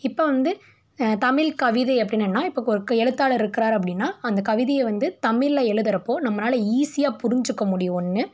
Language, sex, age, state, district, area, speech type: Tamil, female, 18-30, Tamil Nadu, Tiruppur, rural, spontaneous